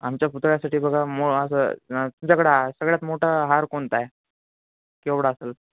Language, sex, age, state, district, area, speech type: Marathi, male, 18-30, Maharashtra, Nanded, urban, conversation